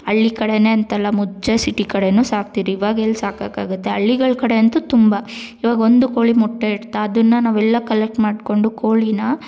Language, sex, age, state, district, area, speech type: Kannada, female, 18-30, Karnataka, Bangalore Rural, rural, spontaneous